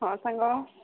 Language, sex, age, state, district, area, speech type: Odia, female, 18-30, Odisha, Sambalpur, rural, conversation